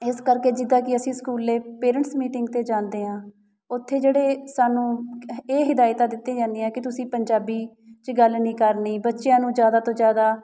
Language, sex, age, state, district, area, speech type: Punjabi, female, 30-45, Punjab, Shaheed Bhagat Singh Nagar, urban, spontaneous